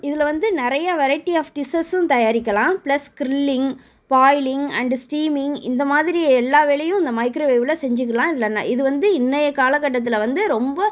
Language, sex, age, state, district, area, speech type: Tamil, female, 30-45, Tamil Nadu, Sivaganga, rural, spontaneous